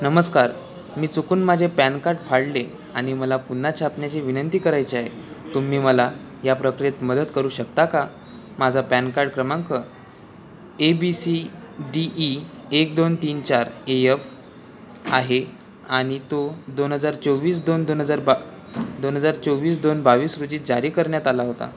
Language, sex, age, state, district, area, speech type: Marathi, male, 18-30, Maharashtra, Wardha, urban, read